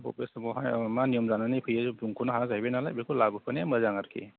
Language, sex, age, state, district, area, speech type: Bodo, male, 45-60, Assam, Chirang, rural, conversation